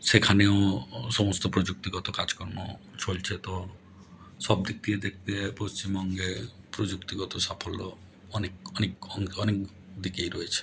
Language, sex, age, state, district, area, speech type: Bengali, male, 30-45, West Bengal, Howrah, urban, spontaneous